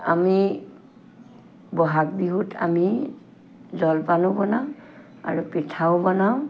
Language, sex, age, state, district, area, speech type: Assamese, female, 60+, Assam, Charaideo, rural, spontaneous